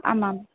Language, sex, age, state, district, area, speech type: Sanskrit, female, 18-30, Odisha, Ganjam, urban, conversation